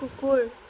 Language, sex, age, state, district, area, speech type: Assamese, female, 18-30, Assam, Jorhat, urban, read